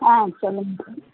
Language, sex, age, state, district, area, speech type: Tamil, female, 60+, Tamil Nadu, Madurai, rural, conversation